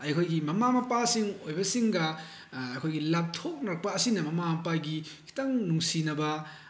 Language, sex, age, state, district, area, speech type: Manipuri, male, 18-30, Manipur, Bishnupur, rural, spontaneous